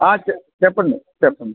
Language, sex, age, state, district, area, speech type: Telugu, male, 45-60, Andhra Pradesh, West Godavari, rural, conversation